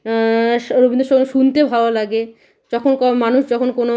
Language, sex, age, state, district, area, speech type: Bengali, female, 30-45, West Bengal, Malda, rural, spontaneous